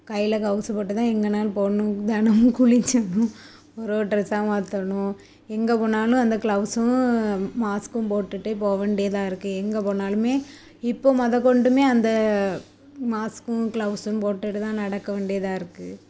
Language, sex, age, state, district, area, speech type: Tamil, female, 18-30, Tamil Nadu, Thoothukudi, rural, spontaneous